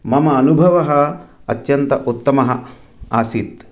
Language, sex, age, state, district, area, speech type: Sanskrit, male, 45-60, Andhra Pradesh, Krishna, urban, spontaneous